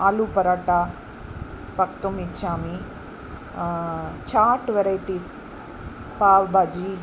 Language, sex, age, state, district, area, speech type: Sanskrit, female, 45-60, Tamil Nadu, Chennai, urban, spontaneous